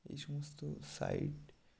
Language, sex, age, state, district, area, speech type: Bengali, male, 30-45, West Bengal, North 24 Parganas, rural, spontaneous